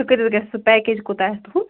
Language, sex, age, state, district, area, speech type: Kashmiri, female, 18-30, Jammu and Kashmir, Ganderbal, rural, conversation